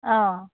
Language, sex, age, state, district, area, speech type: Assamese, female, 30-45, Assam, Sivasagar, rural, conversation